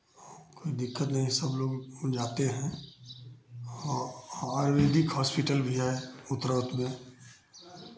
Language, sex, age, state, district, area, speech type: Hindi, male, 60+, Uttar Pradesh, Chandauli, urban, spontaneous